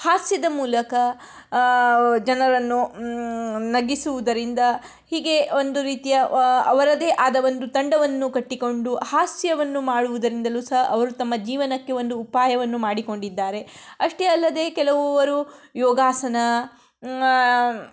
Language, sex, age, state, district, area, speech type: Kannada, female, 60+, Karnataka, Shimoga, rural, spontaneous